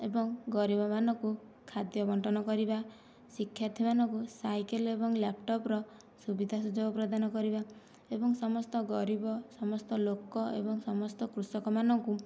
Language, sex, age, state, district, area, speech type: Odia, female, 18-30, Odisha, Nayagarh, rural, spontaneous